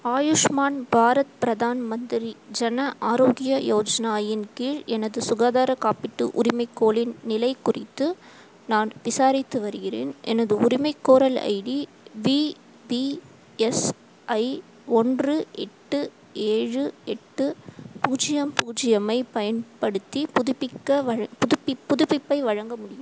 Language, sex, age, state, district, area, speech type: Tamil, female, 18-30, Tamil Nadu, Ranipet, rural, read